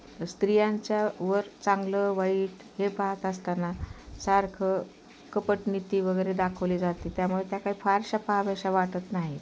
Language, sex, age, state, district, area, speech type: Marathi, female, 60+, Maharashtra, Osmanabad, rural, spontaneous